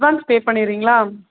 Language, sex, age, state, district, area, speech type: Tamil, female, 30-45, Tamil Nadu, Madurai, rural, conversation